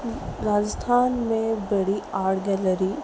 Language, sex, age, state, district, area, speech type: Sindhi, female, 18-30, Rajasthan, Ajmer, urban, spontaneous